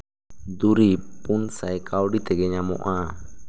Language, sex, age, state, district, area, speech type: Santali, male, 18-30, West Bengal, Bankura, rural, read